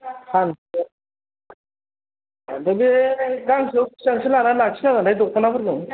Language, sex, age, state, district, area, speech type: Bodo, male, 18-30, Assam, Kokrajhar, rural, conversation